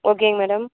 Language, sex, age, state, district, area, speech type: Tamil, female, 30-45, Tamil Nadu, Dharmapuri, rural, conversation